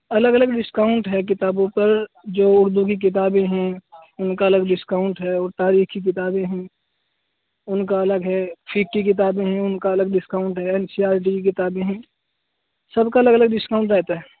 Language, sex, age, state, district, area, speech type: Urdu, male, 18-30, Uttar Pradesh, Saharanpur, urban, conversation